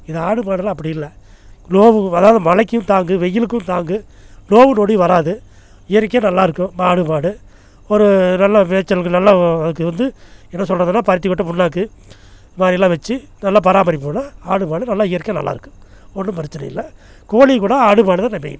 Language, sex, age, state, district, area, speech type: Tamil, male, 60+, Tamil Nadu, Namakkal, rural, spontaneous